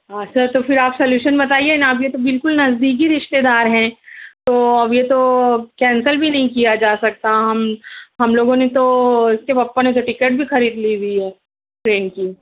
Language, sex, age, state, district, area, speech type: Urdu, female, 30-45, Maharashtra, Nashik, urban, conversation